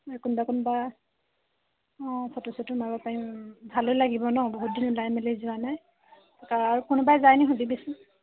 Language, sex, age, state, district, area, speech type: Assamese, female, 18-30, Assam, Sivasagar, rural, conversation